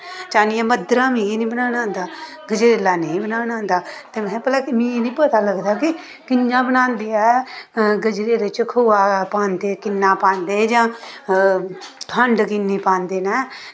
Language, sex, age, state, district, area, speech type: Dogri, female, 30-45, Jammu and Kashmir, Samba, rural, spontaneous